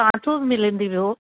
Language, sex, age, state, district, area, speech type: Sindhi, female, 45-60, Delhi, South Delhi, urban, conversation